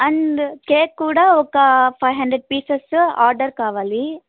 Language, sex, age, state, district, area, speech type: Telugu, female, 18-30, Andhra Pradesh, Nellore, rural, conversation